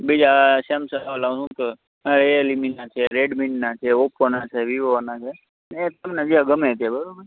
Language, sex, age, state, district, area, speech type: Gujarati, male, 18-30, Gujarat, Morbi, rural, conversation